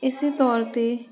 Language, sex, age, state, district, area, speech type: Punjabi, female, 18-30, Punjab, Jalandhar, urban, spontaneous